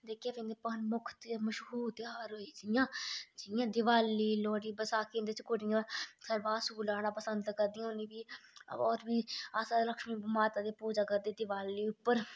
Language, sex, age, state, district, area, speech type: Dogri, female, 30-45, Jammu and Kashmir, Udhampur, urban, spontaneous